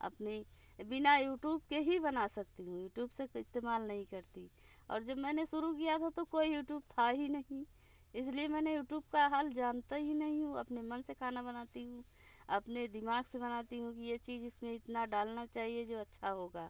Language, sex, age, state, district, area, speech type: Hindi, female, 60+, Uttar Pradesh, Bhadohi, urban, spontaneous